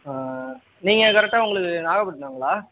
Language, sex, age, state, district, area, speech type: Tamil, male, 18-30, Tamil Nadu, Nagapattinam, rural, conversation